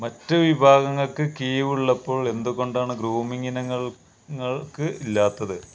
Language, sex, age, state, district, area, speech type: Malayalam, male, 30-45, Kerala, Malappuram, rural, read